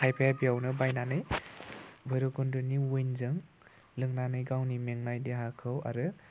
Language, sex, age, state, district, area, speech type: Bodo, male, 18-30, Assam, Udalguri, rural, spontaneous